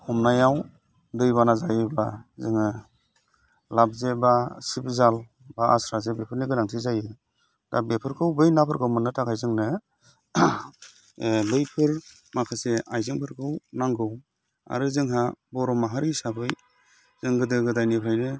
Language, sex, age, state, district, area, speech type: Bodo, male, 30-45, Assam, Udalguri, urban, spontaneous